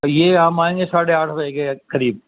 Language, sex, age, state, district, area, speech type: Urdu, male, 60+, Uttar Pradesh, Gautam Buddha Nagar, urban, conversation